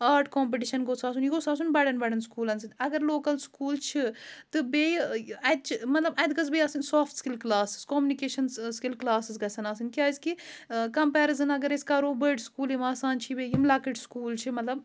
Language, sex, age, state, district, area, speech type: Kashmiri, female, 45-60, Jammu and Kashmir, Ganderbal, rural, spontaneous